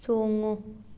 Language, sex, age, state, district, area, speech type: Manipuri, female, 18-30, Manipur, Thoubal, rural, read